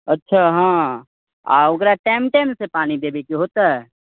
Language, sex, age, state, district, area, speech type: Maithili, male, 18-30, Bihar, Muzaffarpur, rural, conversation